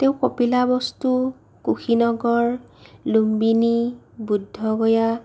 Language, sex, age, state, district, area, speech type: Assamese, female, 30-45, Assam, Morigaon, rural, spontaneous